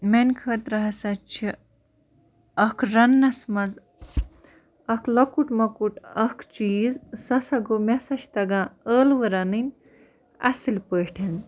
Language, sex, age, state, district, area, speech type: Kashmiri, female, 18-30, Jammu and Kashmir, Baramulla, rural, spontaneous